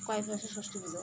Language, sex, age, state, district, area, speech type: Odia, female, 30-45, Odisha, Malkangiri, urban, spontaneous